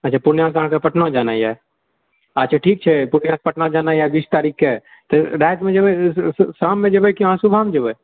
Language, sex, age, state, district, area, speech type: Maithili, male, 60+, Bihar, Purnia, urban, conversation